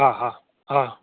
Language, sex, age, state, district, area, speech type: Gujarati, male, 30-45, Gujarat, Kheda, rural, conversation